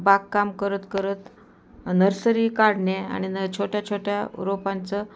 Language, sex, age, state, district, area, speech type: Marathi, female, 60+, Maharashtra, Osmanabad, rural, spontaneous